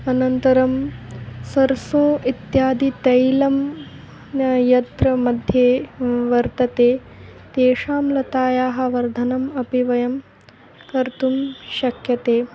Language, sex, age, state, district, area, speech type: Sanskrit, female, 18-30, Madhya Pradesh, Ujjain, urban, spontaneous